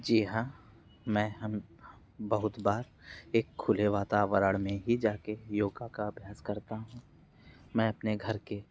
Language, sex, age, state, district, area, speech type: Hindi, male, 30-45, Uttar Pradesh, Mirzapur, urban, spontaneous